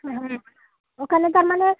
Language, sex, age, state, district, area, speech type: Bengali, female, 45-60, West Bengal, Dakshin Dinajpur, urban, conversation